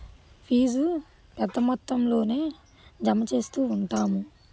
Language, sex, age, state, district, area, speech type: Telugu, female, 30-45, Andhra Pradesh, Krishna, rural, spontaneous